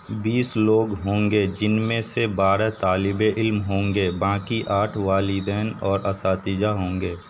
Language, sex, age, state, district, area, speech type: Urdu, male, 18-30, Bihar, Saharsa, urban, read